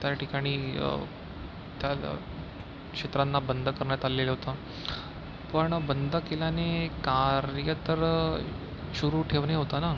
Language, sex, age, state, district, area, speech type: Marathi, male, 45-60, Maharashtra, Nagpur, urban, spontaneous